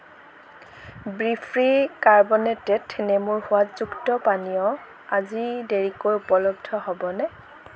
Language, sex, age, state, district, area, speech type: Assamese, female, 30-45, Assam, Lakhimpur, rural, read